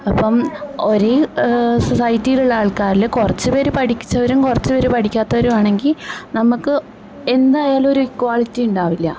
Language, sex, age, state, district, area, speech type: Malayalam, female, 18-30, Kerala, Thrissur, urban, spontaneous